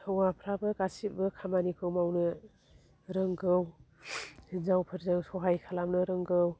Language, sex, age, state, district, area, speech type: Bodo, female, 60+, Assam, Chirang, rural, spontaneous